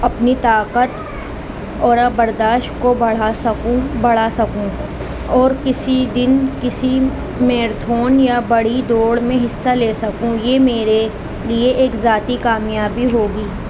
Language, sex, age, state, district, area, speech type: Urdu, female, 30-45, Uttar Pradesh, Balrampur, rural, spontaneous